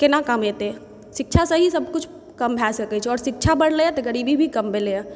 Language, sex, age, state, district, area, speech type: Maithili, female, 30-45, Bihar, Supaul, urban, spontaneous